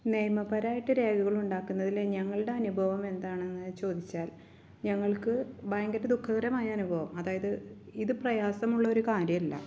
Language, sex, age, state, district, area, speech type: Malayalam, female, 30-45, Kerala, Thrissur, urban, spontaneous